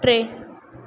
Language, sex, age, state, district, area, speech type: Sindhi, female, 18-30, Madhya Pradesh, Katni, urban, read